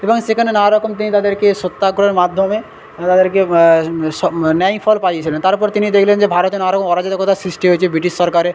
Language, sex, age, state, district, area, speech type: Bengali, male, 18-30, West Bengal, Paschim Medinipur, rural, spontaneous